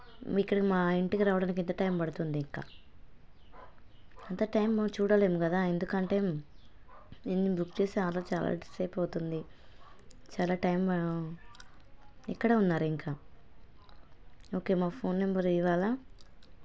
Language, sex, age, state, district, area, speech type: Telugu, female, 30-45, Telangana, Hanamkonda, rural, spontaneous